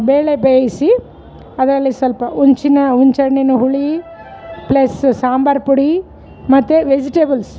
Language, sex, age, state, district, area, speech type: Kannada, female, 45-60, Karnataka, Bellary, rural, spontaneous